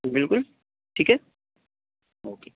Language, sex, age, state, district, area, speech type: Hindi, male, 60+, Madhya Pradesh, Bhopal, urban, conversation